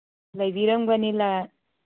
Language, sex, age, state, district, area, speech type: Manipuri, female, 60+, Manipur, Churachandpur, urban, conversation